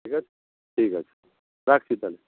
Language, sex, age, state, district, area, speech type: Bengali, male, 30-45, West Bengal, North 24 Parganas, rural, conversation